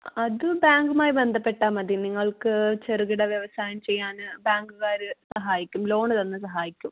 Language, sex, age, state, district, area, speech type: Malayalam, female, 18-30, Kerala, Kannur, urban, conversation